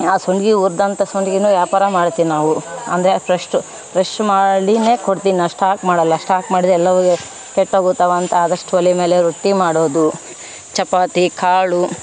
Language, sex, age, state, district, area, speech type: Kannada, female, 30-45, Karnataka, Vijayanagara, rural, spontaneous